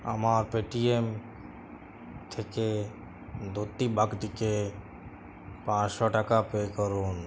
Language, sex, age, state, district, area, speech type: Bengali, male, 18-30, West Bengal, Uttar Dinajpur, rural, read